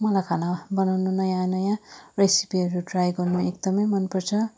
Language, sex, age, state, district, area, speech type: Nepali, female, 30-45, West Bengal, Darjeeling, rural, spontaneous